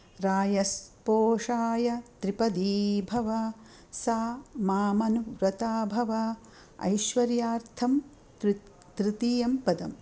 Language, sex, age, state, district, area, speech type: Sanskrit, female, 60+, Karnataka, Dakshina Kannada, urban, spontaneous